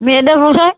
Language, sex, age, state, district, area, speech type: Bengali, female, 30-45, West Bengal, Uttar Dinajpur, urban, conversation